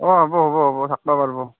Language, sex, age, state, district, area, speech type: Assamese, male, 30-45, Assam, Barpeta, rural, conversation